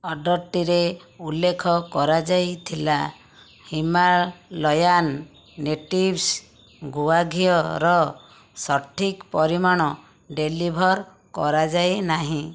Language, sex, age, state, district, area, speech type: Odia, female, 60+, Odisha, Jajpur, rural, read